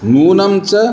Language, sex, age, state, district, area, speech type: Sanskrit, male, 45-60, Odisha, Cuttack, urban, spontaneous